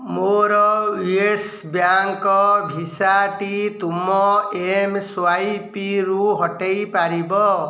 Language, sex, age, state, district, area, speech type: Odia, male, 45-60, Odisha, Jajpur, rural, read